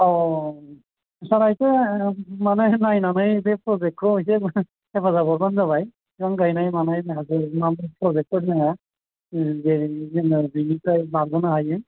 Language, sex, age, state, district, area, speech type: Bodo, male, 45-60, Assam, Chirang, rural, conversation